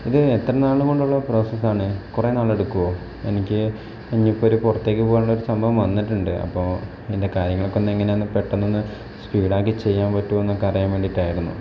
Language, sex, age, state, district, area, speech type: Malayalam, male, 30-45, Kerala, Wayanad, rural, spontaneous